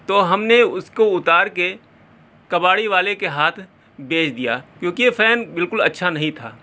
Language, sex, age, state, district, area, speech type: Urdu, male, 30-45, Uttar Pradesh, Balrampur, rural, spontaneous